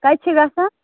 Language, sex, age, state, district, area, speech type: Kashmiri, female, 18-30, Jammu and Kashmir, Bandipora, rural, conversation